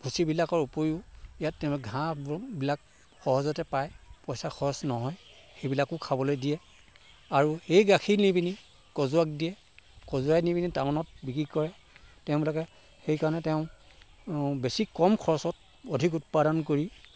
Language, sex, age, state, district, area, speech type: Assamese, male, 45-60, Assam, Sivasagar, rural, spontaneous